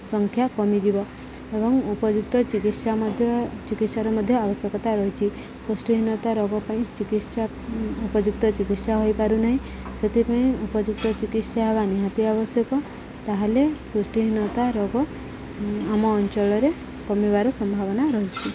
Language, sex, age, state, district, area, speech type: Odia, female, 30-45, Odisha, Subarnapur, urban, spontaneous